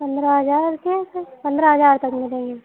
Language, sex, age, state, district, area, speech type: Hindi, female, 45-60, Uttar Pradesh, Sitapur, rural, conversation